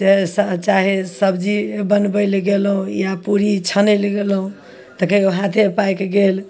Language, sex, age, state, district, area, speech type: Maithili, female, 45-60, Bihar, Samastipur, rural, spontaneous